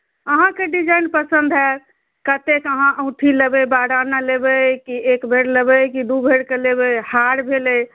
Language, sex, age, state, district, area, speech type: Maithili, female, 30-45, Bihar, Madhubani, rural, conversation